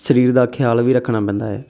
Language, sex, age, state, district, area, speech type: Punjabi, male, 30-45, Punjab, Muktsar, urban, spontaneous